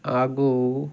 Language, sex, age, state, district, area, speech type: Kannada, male, 18-30, Karnataka, Tumkur, rural, spontaneous